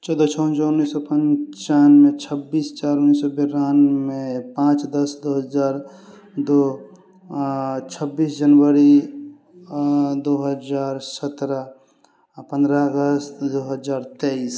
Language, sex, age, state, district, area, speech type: Maithili, female, 18-30, Bihar, Sitamarhi, rural, spontaneous